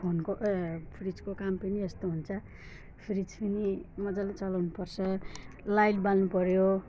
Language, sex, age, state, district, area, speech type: Nepali, female, 45-60, West Bengal, Alipurduar, rural, spontaneous